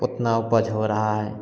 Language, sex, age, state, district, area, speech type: Hindi, male, 30-45, Bihar, Samastipur, urban, spontaneous